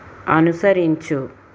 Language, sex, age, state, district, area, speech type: Telugu, female, 30-45, Andhra Pradesh, Guntur, rural, read